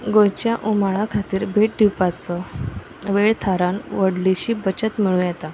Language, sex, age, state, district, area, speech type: Goan Konkani, female, 30-45, Goa, Quepem, rural, spontaneous